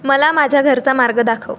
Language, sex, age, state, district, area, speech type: Marathi, female, 18-30, Maharashtra, Pune, rural, read